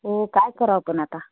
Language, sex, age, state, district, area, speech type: Marathi, female, 45-60, Maharashtra, Hingoli, urban, conversation